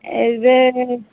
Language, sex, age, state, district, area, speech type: Odia, female, 45-60, Odisha, Sambalpur, rural, conversation